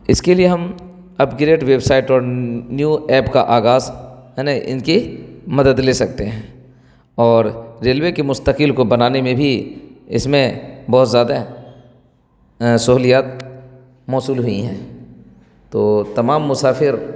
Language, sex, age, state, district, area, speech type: Urdu, male, 30-45, Bihar, Darbhanga, rural, spontaneous